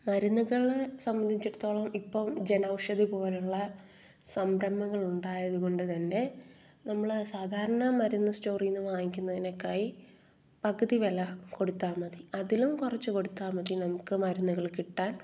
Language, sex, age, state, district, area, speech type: Malayalam, female, 18-30, Kerala, Kollam, rural, spontaneous